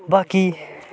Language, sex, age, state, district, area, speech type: Dogri, male, 18-30, Jammu and Kashmir, Samba, rural, spontaneous